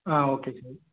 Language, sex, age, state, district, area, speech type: Tamil, male, 18-30, Tamil Nadu, Perambalur, rural, conversation